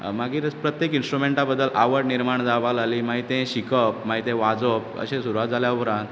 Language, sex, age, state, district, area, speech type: Goan Konkani, male, 30-45, Goa, Bardez, urban, spontaneous